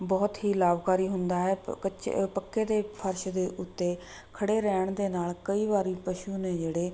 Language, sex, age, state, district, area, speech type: Punjabi, female, 30-45, Punjab, Rupnagar, rural, spontaneous